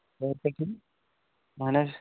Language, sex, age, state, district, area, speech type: Kashmiri, male, 18-30, Jammu and Kashmir, Pulwama, rural, conversation